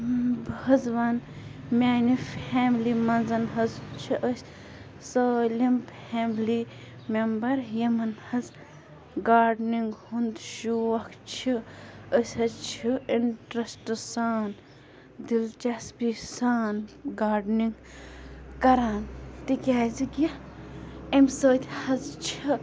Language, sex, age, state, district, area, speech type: Kashmiri, female, 30-45, Jammu and Kashmir, Bandipora, rural, spontaneous